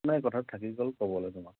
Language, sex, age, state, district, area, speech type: Assamese, male, 30-45, Assam, Majuli, urban, conversation